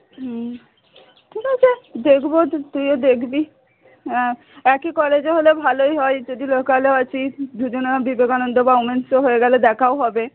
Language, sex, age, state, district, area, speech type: Bengali, female, 45-60, West Bengal, Purba Bardhaman, rural, conversation